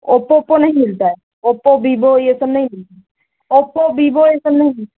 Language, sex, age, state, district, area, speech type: Hindi, female, 45-60, Uttar Pradesh, Ayodhya, rural, conversation